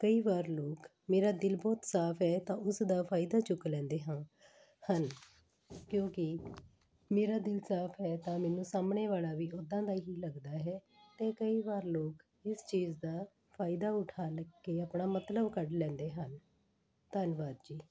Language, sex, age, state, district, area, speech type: Punjabi, female, 30-45, Punjab, Patiala, urban, spontaneous